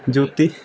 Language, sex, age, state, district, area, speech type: Punjabi, male, 18-30, Punjab, Fazilka, rural, spontaneous